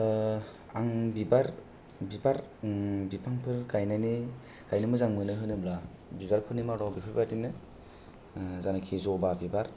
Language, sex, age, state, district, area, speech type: Bodo, male, 18-30, Assam, Kokrajhar, rural, spontaneous